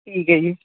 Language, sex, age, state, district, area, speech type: Punjabi, male, 18-30, Punjab, Patiala, urban, conversation